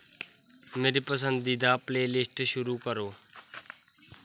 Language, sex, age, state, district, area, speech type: Dogri, male, 18-30, Jammu and Kashmir, Kathua, rural, read